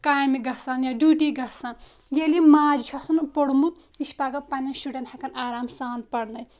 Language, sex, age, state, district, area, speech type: Kashmiri, female, 18-30, Jammu and Kashmir, Kulgam, rural, spontaneous